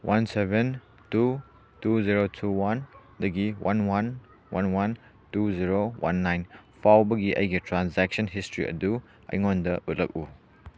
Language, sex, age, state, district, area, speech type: Manipuri, male, 18-30, Manipur, Churachandpur, rural, read